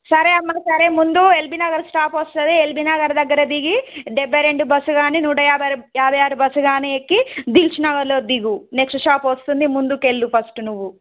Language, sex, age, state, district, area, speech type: Telugu, female, 30-45, Telangana, Suryapet, urban, conversation